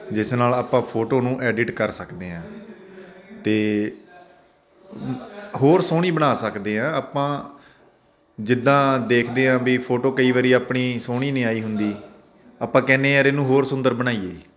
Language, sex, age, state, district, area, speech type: Punjabi, male, 30-45, Punjab, Faridkot, urban, spontaneous